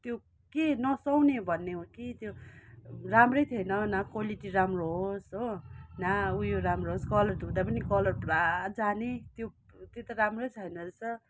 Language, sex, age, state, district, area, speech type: Nepali, female, 60+, West Bengal, Kalimpong, rural, spontaneous